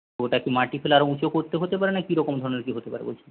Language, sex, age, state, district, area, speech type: Bengali, male, 45-60, West Bengal, Paschim Medinipur, rural, conversation